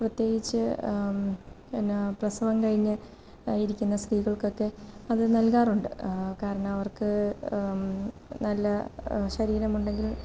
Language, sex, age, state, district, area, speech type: Malayalam, female, 18-30, Kerala, Kottayam, rural, spontaneous